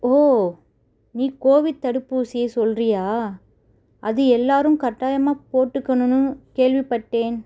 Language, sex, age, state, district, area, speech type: Tamil, female, 30-45, Tamil Nadu, Chennai, urban, read